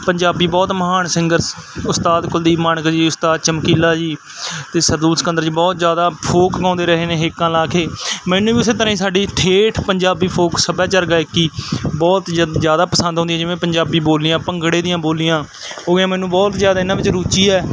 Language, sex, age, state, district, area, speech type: Punjabi, male, 18-30, Punjab, Barnala, rural, spontaneous